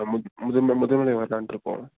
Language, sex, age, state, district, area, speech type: Tamil, male, 18-30, Tamil Nadu, Nilgiris, urban, conversation